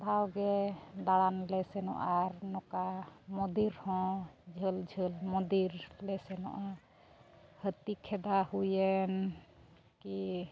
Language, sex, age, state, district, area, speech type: Santali, female, 45-60, Odisha, Mayurbhanj, rural, spontaneous